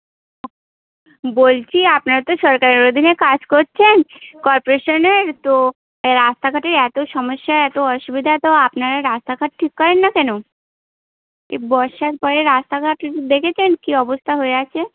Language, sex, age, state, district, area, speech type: Bengali, female, 18-30, West Bengal, Birbhum, urban, conversation